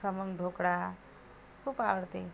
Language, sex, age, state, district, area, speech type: Marathi, other, 30-45, Maharashtra, Washim, rural, spontaneous